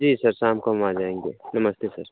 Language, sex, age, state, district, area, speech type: Hindi, male, 30-45, Uttar Pradesh, Pratapgarh, rural, conversation